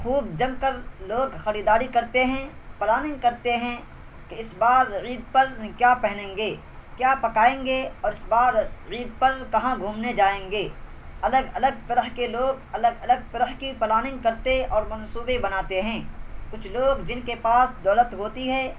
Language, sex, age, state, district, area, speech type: Urdu, male, 18-30, Bihar, Purnia, rural, spontaneous